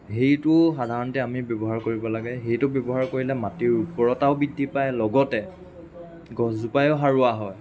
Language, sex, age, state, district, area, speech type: Assamese, male, 45-60, Assam, Lakhimpur, rural, spontaneous